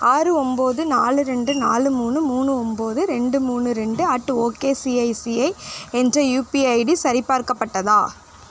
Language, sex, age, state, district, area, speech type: Tamil, female, 45-60, Tamil Nadu, Sivaganga, rural, read